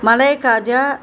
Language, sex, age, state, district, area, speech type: Telugu, female, 60+, Andhra Pradesh, Nellore, urban, spontaneous